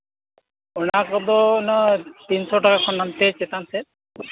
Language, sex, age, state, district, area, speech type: Santali, male, 45-60, Jharkhand, East Singhbhum, rural, conversation